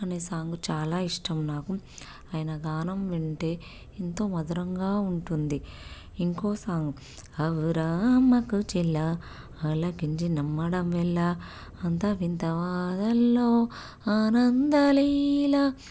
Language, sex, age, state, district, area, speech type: Telugu, female, 30-45, Telangana, Peddapalli, rural, spontaneous